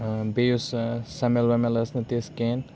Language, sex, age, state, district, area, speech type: Kashmiri, male, 30-45, Jammu and Kashmir, Baramulla, rural, spontaneous